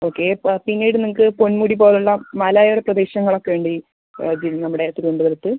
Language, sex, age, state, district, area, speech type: Malayalam, female, 18-30, Kerala, Thiruvananthapuram, rural, conversation